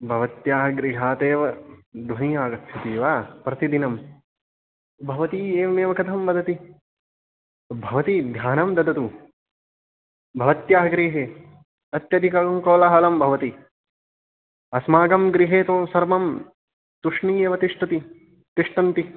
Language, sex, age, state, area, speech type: Sanskrit, male, 18-30, Haryana, rural, conversation